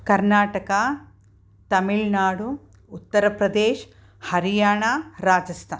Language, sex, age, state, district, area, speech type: Sanskrit, female, 60+, Karnataka, Mysore, urban, spontaneous